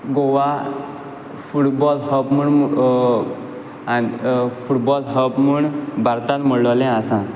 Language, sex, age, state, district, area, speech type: Goan Konkani, male, 18-30, Goa, Quepem, rural, spontaneous